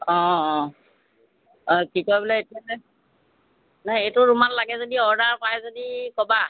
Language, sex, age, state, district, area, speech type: Assamese, female, 60+, Assam, Golaghat, urban, conversation